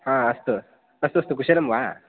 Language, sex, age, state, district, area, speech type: Sanskrit, male, 18-30, Karnataka, Uttara Kannada, rural, conversation